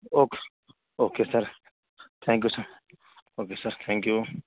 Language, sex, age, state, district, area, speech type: Urdu, male, 18-30, Uttar Pradesh, Saharanpur, urban, conversation